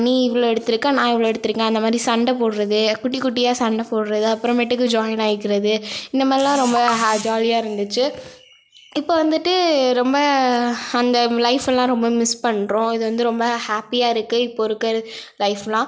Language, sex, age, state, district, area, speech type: Tamil, female, 18-30, Tamil Nadu, Ariyalur, rural, spontaneous